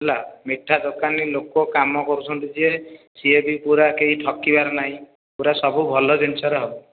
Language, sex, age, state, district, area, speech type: Odia, male, 30-45, Odisha, Khordha, rural, conversation